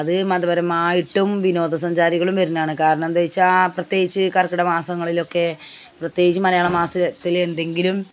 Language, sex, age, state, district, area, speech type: Malayalam, female, 45-60, Kerala, Malappuram, rural, spontaneous